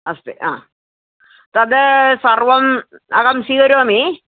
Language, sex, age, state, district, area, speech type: Sanskrit, female, 45-60, Kerala, Thiruvananthapuram, urban, conversation